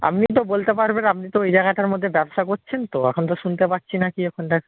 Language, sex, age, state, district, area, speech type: Bengali, male, 60+, West Bengal, Paschim Medinipur, rural, conversation